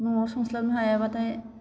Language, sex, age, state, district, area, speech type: Bodo, female, 30-45, Assam, Baksa, rural, spontaneous